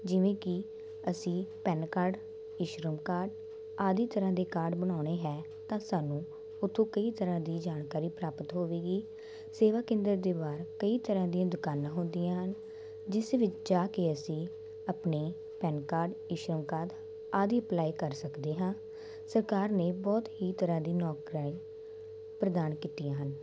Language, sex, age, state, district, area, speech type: Punjabi, female, 18-30, Punjab, Muktsar, rural, spontaneous